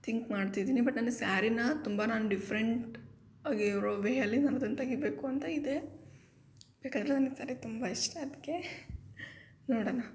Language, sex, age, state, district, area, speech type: Kannada, female, 18-30, Karnataka, Davanagere, rural, spontaneous